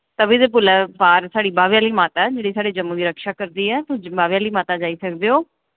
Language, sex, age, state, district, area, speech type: Dogri, female, 30-45, Jammu and Kashmir, Jammu, urban, conversation